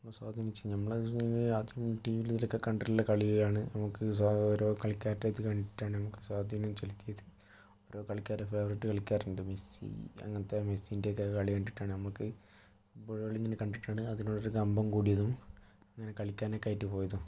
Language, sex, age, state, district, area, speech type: Malayalam, male, 30-45, Kerala, Kozhikode, urban, spontaneous